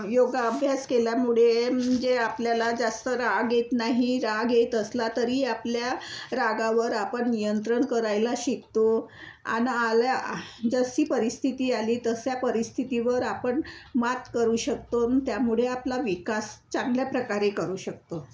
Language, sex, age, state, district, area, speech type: Marathi, female, 60+, Maharashtra, Nagpur, urban, spontaneous